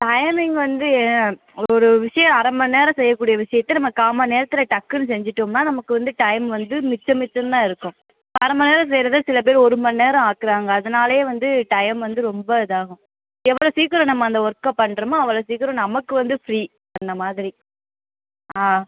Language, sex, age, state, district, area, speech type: Tamil, female, 18-30, Tamil Nadu, Madurai, urban, conversation